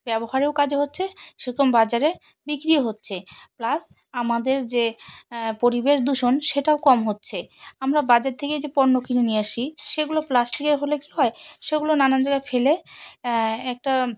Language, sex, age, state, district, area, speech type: Bengali, female, 45-60, West Bengal, Alipurduar, rural, spontaneous